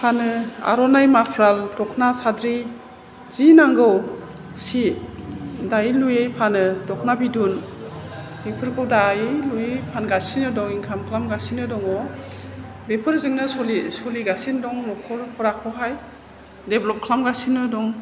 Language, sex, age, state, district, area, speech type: Bodo, female, 45-60, Assam, Chirang, urban, spontaneous